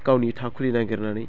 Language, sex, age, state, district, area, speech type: Bodo, male, 18-30, Assam, Baksa, rural, spontaneous